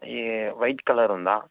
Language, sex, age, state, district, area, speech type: Telugu, male, 18-30, Andhra Pradesh, Chittoor, rural, conversation